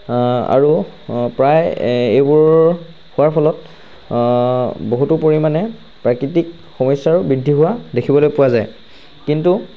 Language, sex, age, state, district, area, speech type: Assamese, male, 45-60, Assam, Charaideo, rural, spontaneous